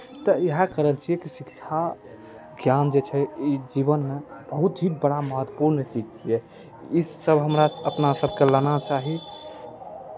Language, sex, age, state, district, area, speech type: Maithili, male, 18-30, Bihar, Araria, urban, spontaneous